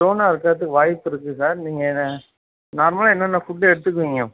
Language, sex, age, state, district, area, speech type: Tamil, male, 45-60, Tamil Nadu, Ariyalur, rural, conversation